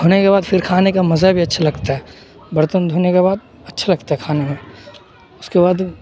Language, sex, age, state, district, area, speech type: Urdu, male, 18-30, Bihar, Supaul, rural, spontaneous